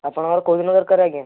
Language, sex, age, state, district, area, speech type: Odia, male, 18-30, Odisha, Kendujhar, urban, conversation